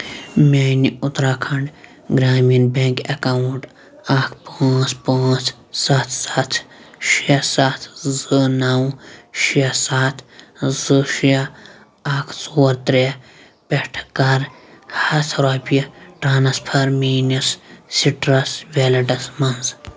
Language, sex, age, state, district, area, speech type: Kashmiri, male, 18-30, Jammu and Kashmir, Kulgam, rural, read